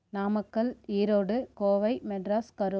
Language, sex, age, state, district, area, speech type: Tamil, female, 30-45, Tamil Nadu, Namakkal, rural, spontaneous